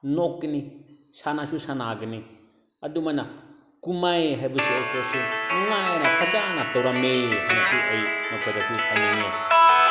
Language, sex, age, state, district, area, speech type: Manipuri, male, 45-60, Manipur, Senapati, rural, spontaneous